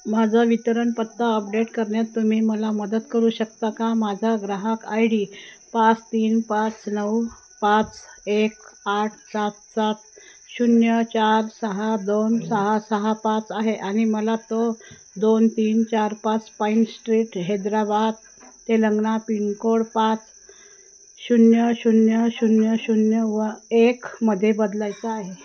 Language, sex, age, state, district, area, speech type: Marathi, female, 60+, Maharashtra, Wardha, rural, read